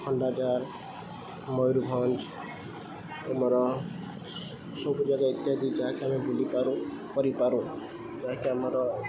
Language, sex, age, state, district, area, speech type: Odia, male, 18-30, Odisha, Sundergarh, urban, spontaneous